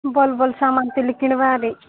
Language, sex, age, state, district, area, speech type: Odia, female, 18-30, Odisha, Nabarangpur, urban, conversation